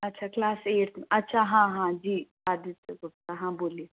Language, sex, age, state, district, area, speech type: Hindi, female, 18-30, Uttar Pradesh, Bhadohi, urban, conversation